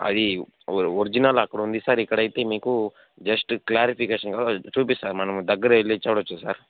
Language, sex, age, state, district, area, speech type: Telugu, male, 30-45, Andhra Pradesh, Chittoor, rural, conversation